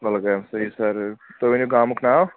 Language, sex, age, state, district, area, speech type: Kashmiri, male, 18-30, Jammu and Kashmir, Kulgam, urban, conversation